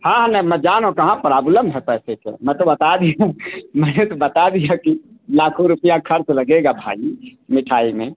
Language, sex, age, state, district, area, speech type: Hindi, male, 60+, Uttar Pradesh, Azamgarh, rural, conversation